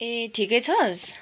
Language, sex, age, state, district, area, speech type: Nepali, female, 18-30, West Bengal, Kalimpong, rural, spontaneous